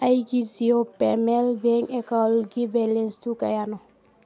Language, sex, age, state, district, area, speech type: Manipuri, female, 30-45, Manipur, Churachandpur, urban, read